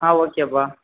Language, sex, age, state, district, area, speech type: Tamil, male, 18-30, Tamil Nadu, Sivaganga, rural, conversation